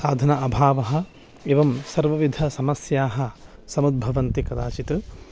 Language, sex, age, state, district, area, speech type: Sanskrit, male, 30-45, Karnataka, Uttara Kannada, urban, spontaneous